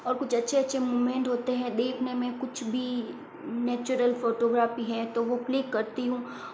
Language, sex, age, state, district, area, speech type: Hindi, female, 45-60, Rajasthan, Jodhpur, urban, spontaneous